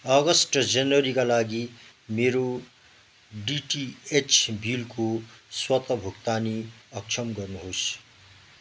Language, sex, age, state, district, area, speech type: Nepali, male, 60+, West Bengal, Kalimpong, rural, read